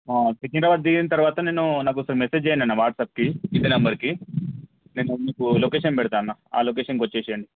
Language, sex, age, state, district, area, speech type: Telugu, male, 18-30, Telangana, Medak, rural, conversation